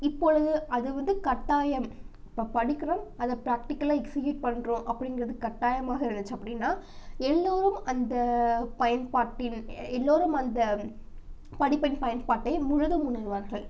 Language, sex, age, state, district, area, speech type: Tamil, female, 18-30, Tamil Nadu, Namakkal, rural, spontaneous